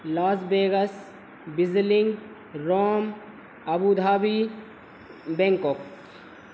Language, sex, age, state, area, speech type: Sanskrit, male, 18-30, Madhya Pradesh, rural, spontaneous